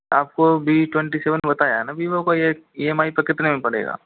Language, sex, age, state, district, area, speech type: Hindi, male, 30-45, Rajasthan, Karauli, rural, conversation